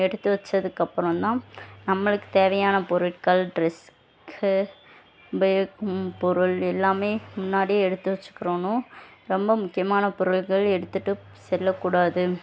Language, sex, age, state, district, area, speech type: Tamil, female, 18-30, Tamil Nadu, Madurai, urban, spontaneous